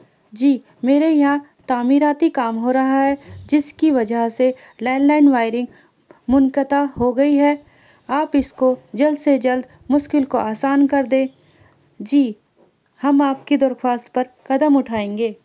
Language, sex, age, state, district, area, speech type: Urdu, female, 18-30, Delhi, Central Delhi, urban, spontaneous